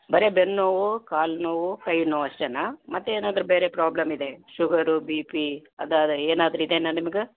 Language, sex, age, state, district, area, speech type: Kannada, female, 60+, Karnataka, Gulbarga, urban, conversation